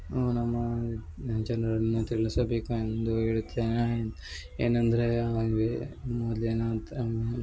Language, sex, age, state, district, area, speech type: Kannada, male, 18-30, Karnataka, Uttara Kannada, rural, spontaneous